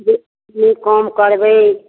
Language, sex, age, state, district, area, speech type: Maithili, female, 45-60, Bihar, Darbhanga, rural, conversation